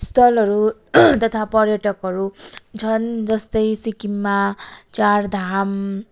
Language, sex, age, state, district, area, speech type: Nepali, female, 18-30, West Bengal, Darjeeling, rural, spontaneous